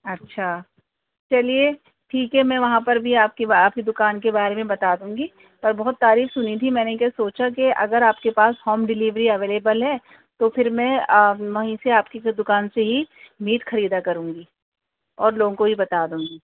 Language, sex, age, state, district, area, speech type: Urdu, female, 45-60, Delhi, North East Delhi, urban, conversation